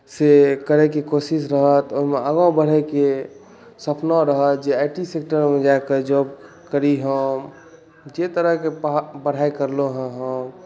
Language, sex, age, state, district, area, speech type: Maithili, male, 18-30, Bihar, Saharsa, urban, spontaneous